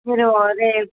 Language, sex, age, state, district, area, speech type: Telugu, female, 18-30, Andhra Pradesh, Visakhapatnam, urban, conversation